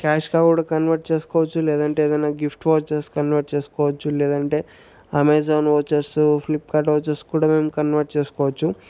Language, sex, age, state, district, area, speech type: Telugu, male, 30-45, Andhra Pradesh, Sri Balaji, rural, spontaneous